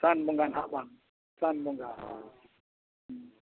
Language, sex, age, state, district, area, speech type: Santali, male, 60+, Odisha, Mayurbhanj, rural, conversation